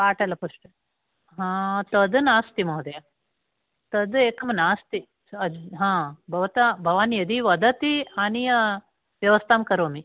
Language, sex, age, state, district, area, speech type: Sanskrit, female, 60+, Karnataka, Uttara Kannada, urban, conversation